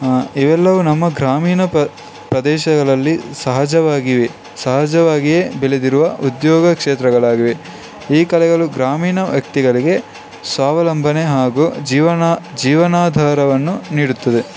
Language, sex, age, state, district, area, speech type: Kannada, male, 18-30, Karnataka, Dakshina Kannada, rural, spontaneous